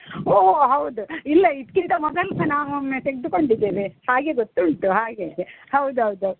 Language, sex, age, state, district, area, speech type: Kannada, female, 60+, Karnataka, Udupi, rural, conversation